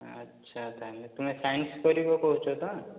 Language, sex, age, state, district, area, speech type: Odia, male, 18-30, Odisha, Dhenkanal, rural, conversation